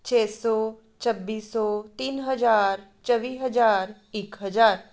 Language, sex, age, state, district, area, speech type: Punjabi, female, 30-45, Punjab, Amritsar, rural, spontaneous